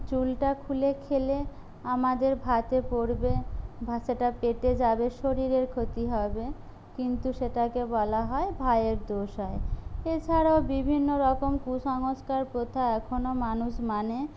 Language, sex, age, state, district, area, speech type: Bengali, female, 30-45, West Bengal, Jhargram, rural, spontaneous